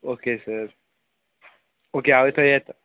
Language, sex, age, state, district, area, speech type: Goan Konkani, male, 18-30, Goa, Bardez, urban, conversation